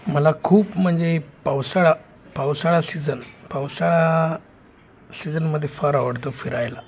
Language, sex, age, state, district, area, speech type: Marathi, male, 45-60, Maharashtra, Sangli, urban, spontaneous